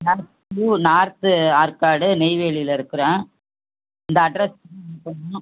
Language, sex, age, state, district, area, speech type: Tamil, female, 60+, Tamil Nadu, Cuddalore, urban, conversation